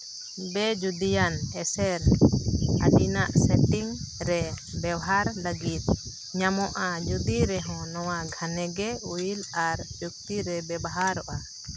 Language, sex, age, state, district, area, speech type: Santali, female, 30-45, Jharkhand, Seraikela Kharsawan, rural, read